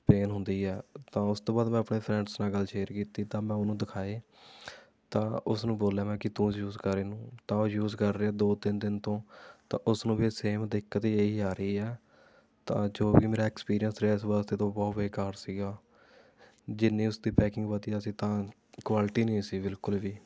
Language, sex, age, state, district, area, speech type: Punjabi, male, 18-30, Punjab, Rupnagar, rural, spontaneous